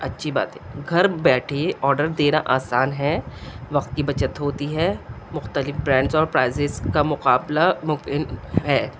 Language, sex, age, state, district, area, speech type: Urdu, female, 45-60, Delhi, South Delhi, urban, spontaneous